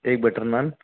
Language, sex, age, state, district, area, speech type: Urdu, male, 30-45, Delhi, South Delhi, urban, conversation